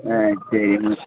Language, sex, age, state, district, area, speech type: Tamil, male, 18-30, Tamil Nadu, Perambalur, urban, conversation